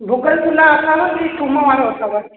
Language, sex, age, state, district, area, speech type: Sindhi, female, 30-45, Rajasthan, Ajmer, rural, conversation